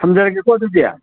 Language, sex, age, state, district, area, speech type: Manipuri, male, 45-60, Manipur, Kangpokpi, urban, conversation